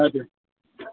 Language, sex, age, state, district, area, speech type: Kashmiri, male, 18-30, Jammu and Kashmir, Baramulla, urban, conversation